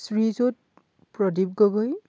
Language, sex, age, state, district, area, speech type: Assamese, male, 18-30, Assam, Dhemaji, rural, spontaneous